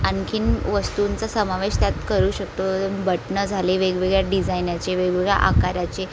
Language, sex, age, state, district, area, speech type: Marathi, female, 18-30, Maharashtra, Sindhudurg, rural, spontaneous